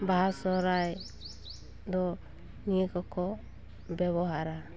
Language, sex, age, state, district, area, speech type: Santali, female, 30-45, West Bengal, Purulia, rural, spontaneous